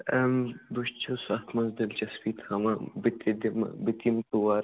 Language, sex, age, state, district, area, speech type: Kashmiri, male, 18-30, Jammu and Kashmir, Budgam, rural, conversation